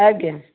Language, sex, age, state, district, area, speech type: Odia, female, 45-60, Odisha, Balasore, rural, conversation